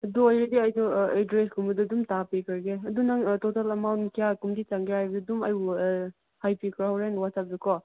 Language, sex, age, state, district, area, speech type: Manipuri, female, 18-30, Manipur, Kangpokpi, rural, conversation